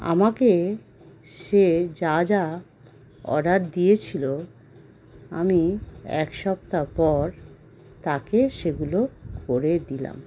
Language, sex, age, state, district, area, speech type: Bengali, female, 45-60, West Bengal, Howrah, urban, spontaneous